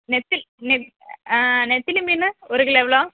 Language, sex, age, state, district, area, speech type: Tamil, female, 30-45, Tamil Nadu, Theni, urban, conversation